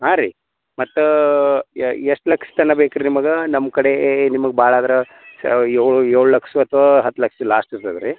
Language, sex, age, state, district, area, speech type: Kannada, male, 30-45, Karnataka, Vijayapura, rural, conversation